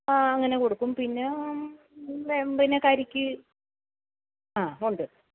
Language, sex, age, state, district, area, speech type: Malayalam, female, 60+, Kerala, Alappuzha, rural, conversation